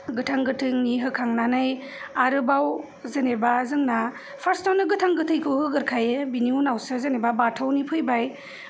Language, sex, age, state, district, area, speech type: Bodo, female, 30-45, Assam, Kokrajhar, urban, spontaneous